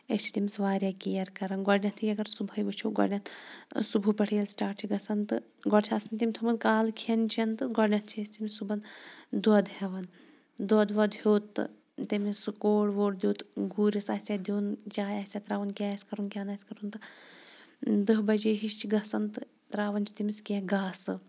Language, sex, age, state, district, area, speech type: Kashmiri, female, 18-30, Jammu and Kashmir, Kulgam, rural, spontaneous